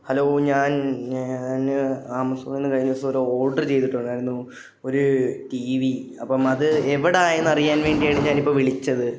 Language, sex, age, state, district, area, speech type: Malayalam, male, 18-30, Kerala, Wayanad, rural, spontaneous